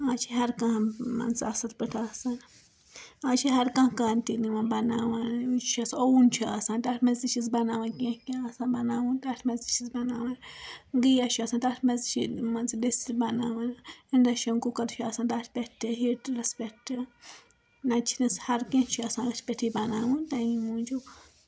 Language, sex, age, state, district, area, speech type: Kashmiri, female, 18-30, Jammu and Kashmir, Srinagar, rural, spontaneous